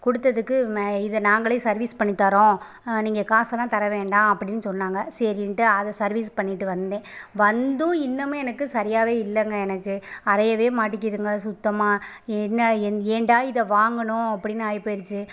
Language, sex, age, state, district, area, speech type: Tamil, female, 30-45, Tamil Nadu, Pudukkottai, rural, spontaneous